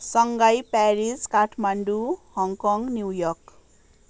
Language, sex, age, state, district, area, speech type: Nepali, female, 45-60, West Bengal, Kalimpong, rural, spontaneous